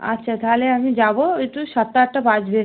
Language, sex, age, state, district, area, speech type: Bengali, female, 30-45, West Bengal, South 24 Parganas, rural, conversation